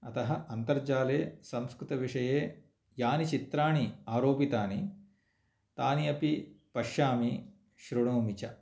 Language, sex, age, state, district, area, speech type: Sanskrit, male, 45-60, Andhra Pradesh, Kurnool, rural, spontaneous